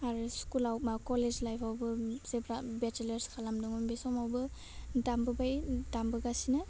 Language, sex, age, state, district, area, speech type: Bodo, female, 18-30, Assam, Udalguri, urban, spontaneous